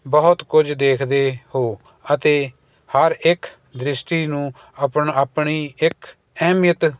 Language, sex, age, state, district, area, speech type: Punjabi, male, 45-60, Punjab, Jalandhar, urban, spontaneous